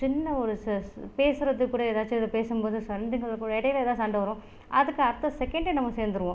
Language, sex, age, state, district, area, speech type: Tamil, female, 30-45, Tamil Nadu, Tiruchirappalli, rural, spontaneous